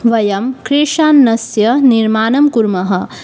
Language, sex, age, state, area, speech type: Sanskrit, female, 18-30, Tripura, rural, spontaneous